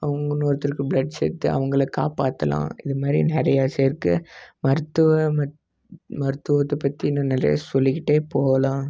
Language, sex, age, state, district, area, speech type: Tamil, male, 18-30, Tamil Nadu, Namakkal, rural, spontaneous